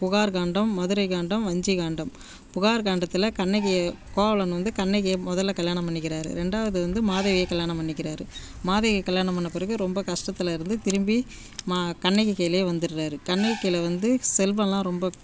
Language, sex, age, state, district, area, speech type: Tamil, female, 60+, Tamil Nadu, Tiruvannamalai, rural, spontaneous